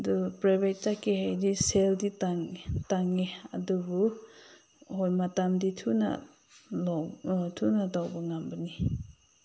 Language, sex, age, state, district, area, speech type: Manipuri, female, 30-45, Manipur, Senapati, rural, spontaneous